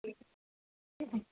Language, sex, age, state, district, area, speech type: Urdu, female, 30-45, Uttar Pradesh, Rampur, urban, conversation